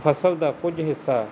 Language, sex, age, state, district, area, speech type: Punjabi, male, 30-45, Punjab, Fazilka, rural, spontaneous